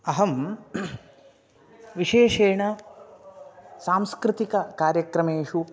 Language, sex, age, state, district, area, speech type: Sanskrit, male, 18-30, Karnataka, Chikkamagaluru, urban, spontaneous